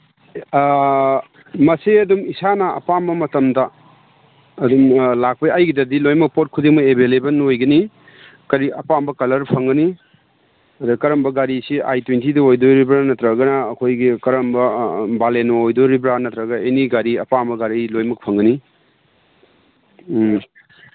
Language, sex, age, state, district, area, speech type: Manipuri, male, 60+, Manipur, Imphal East, rural, conversation